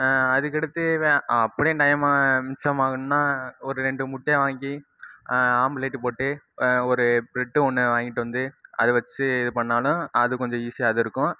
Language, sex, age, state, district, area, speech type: Tamil, male, 18-30, Tamil Nadu, Sivaganga, rural, spontaneous